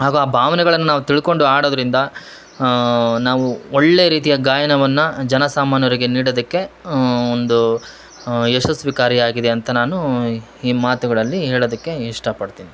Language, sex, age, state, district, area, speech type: Kannada, male, 30-45, Karnataka, Shimoga, urban, spontaneous